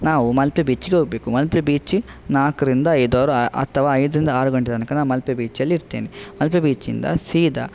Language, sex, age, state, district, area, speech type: Kannada, male, 18-30, Karnataka, Udupi, rural, spontaneous